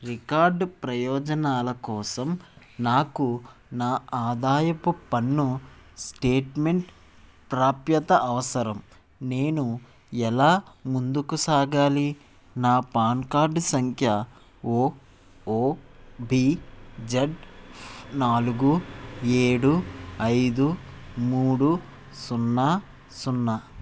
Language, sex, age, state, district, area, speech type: Telugu, male, 30-45, Andhra Pradesh, N T Rama Rao, urban, read